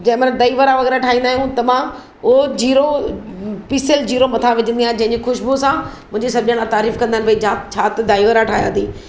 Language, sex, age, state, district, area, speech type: Sindhi, female, 45-60, Maharashtra, Mumbai Suburban, urban, spontaneous